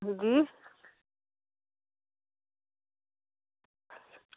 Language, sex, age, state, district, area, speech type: Dogri, female, 60+, Jammu and Kashmir, Udhampur, rural, conversation